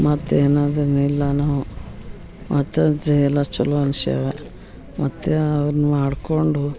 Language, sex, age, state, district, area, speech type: Kannada, female, 60+, Karnataka, Dharwad, rural, spontaneous